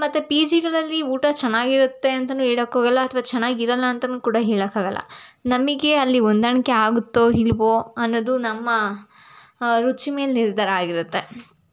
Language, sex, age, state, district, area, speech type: Kannada, female, 18-30, Karnataka, Tumkur, rural, spontaneous